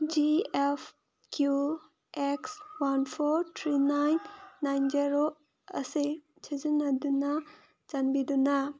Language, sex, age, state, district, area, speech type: Manipuri, female, 30-45, Manipur, Senapati, rural, read